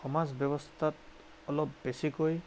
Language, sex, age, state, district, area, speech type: Assamese, male, 30-45, Assam, Sonitpur, rural, spontaneous